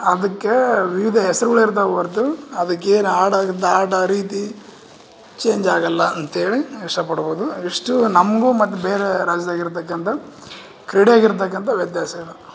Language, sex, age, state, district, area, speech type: Kannada, male, 18-30, Karnataka, Bellary, rural, spontaneous